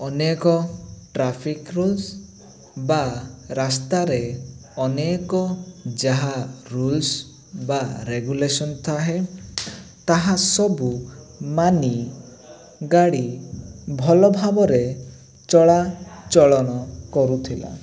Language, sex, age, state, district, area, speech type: Odia, male, 18-30, Odisha, Rayagada, rural, spontaneous